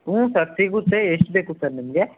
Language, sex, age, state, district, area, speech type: Kannada, male, 18-30, Karnataka, Chikkaballapur, urban, conversation